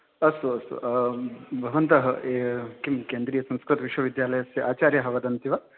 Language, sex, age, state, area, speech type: Sanskrit, male, 30-45, Rajasthan, urban, conversation